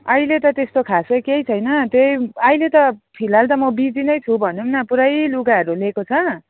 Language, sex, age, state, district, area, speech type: Nepali, female, 30-45, West Bengal, Jalpaiguri, rural, conversation